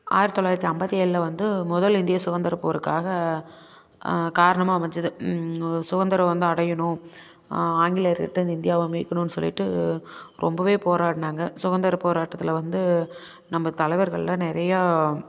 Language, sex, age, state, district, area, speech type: Tamil, female, 30-45, Tamil Nadu, Namakkal, rural, spontaneous